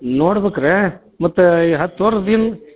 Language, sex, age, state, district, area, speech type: Kannada, male, 45-60, Karnataka, Dharwad, rural, conversation